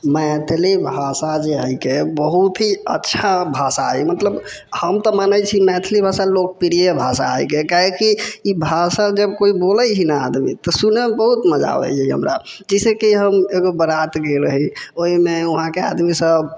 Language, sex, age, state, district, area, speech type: Maithili, male, 18-30, Bihar, Sitamarhi, rural, spontaneous